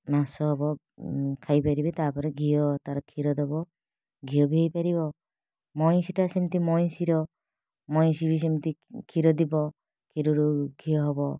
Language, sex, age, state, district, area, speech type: Odia, female, 30-45, Odisha, Kalahandi, rural, spontaneous